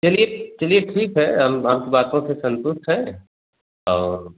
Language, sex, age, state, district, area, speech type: Hindi, male, 30-45, Uttar Pradesh, Azamgarh, rural, conversation